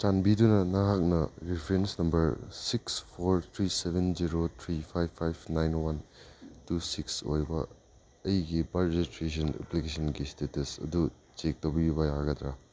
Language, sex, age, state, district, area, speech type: Manipuri, male, 30-45, Manipur, Churachandpur, rural, read